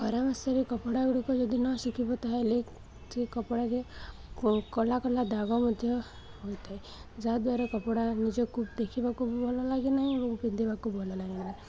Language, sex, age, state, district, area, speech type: Odia, female, 18-30, Odisha, Balangir, urban, spontaneous